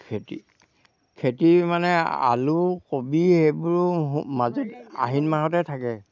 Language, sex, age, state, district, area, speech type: Assamese, male, 60+, Assam, Dhemaji, rural, spontaneous